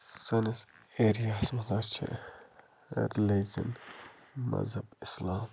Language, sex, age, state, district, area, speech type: Kashmiri, male, 30-45, Jammu and Kashmir, Budgam, rural, spontaneous